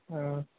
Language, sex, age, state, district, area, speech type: Maithili, male, 18-30, Bihar, Begusarai, rural, conversation